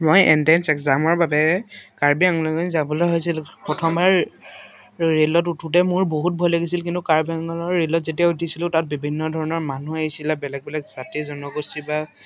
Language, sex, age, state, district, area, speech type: Assamese, male, 18-30, Assam, Majuli, urban, spontaneous